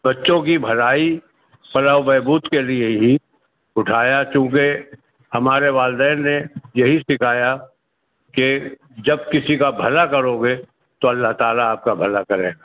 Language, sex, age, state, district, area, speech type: Urdu, male, 60+, Uttar Pradesh, Rampur, urban, conversation